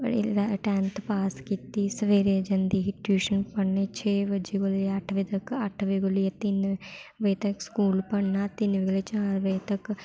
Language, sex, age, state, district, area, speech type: Dogri, female, 18-30, Jammu and Kashmir, Samba, rural, spontaneous